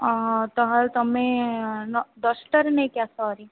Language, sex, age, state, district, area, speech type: Odia, female, 18-30, Odisha, Ganjam, urban, conversation